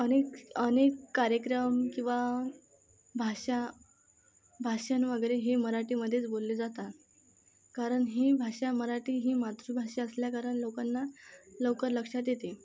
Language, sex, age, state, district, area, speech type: Marathi, female, 18-30, Maharashtra, Akola, rural, spontaneous